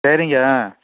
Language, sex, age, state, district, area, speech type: Tamil, male, 60+, Tamil Nadu, Coimbatore, rural, conversation